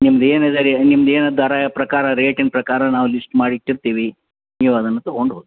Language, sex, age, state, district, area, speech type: Kannada, male, 60+, Karnataka, Bellary, rural, conversation